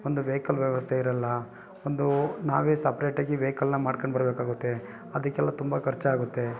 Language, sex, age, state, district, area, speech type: Kannada, male, 30-45, Karnataka, Bangalore Rural, rural, spontaneous